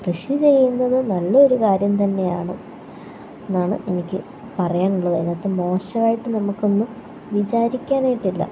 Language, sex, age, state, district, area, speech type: Malayalam, female, 18-30, Kerala, Kottayam, rural, spontaneous